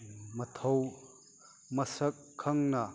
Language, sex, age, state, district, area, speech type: Manipuri, male, 60+, Manipur, Chandel, rural, read